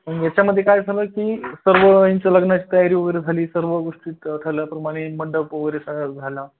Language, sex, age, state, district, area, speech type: Marathi, male, 30-45, Maharashtra, Beed, rural, conversation